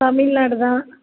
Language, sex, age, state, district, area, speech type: Tamil, female, 45-60, Tamil Nadu, Krishnagiri, rural, conversation